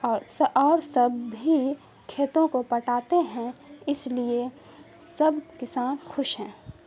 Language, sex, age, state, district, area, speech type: Urdu, female, 18-30, Bihar, Saharsa, rural, spontaneous